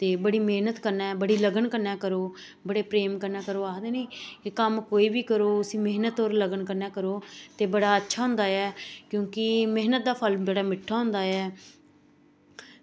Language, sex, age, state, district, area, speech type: Dogri, female, 45-60, Jammu and Kashmir, Samba, urban, spontaneous